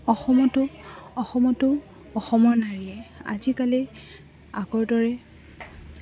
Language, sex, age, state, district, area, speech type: Assamese, female, 18-30, Assam, Goalpara, urban, spontaneous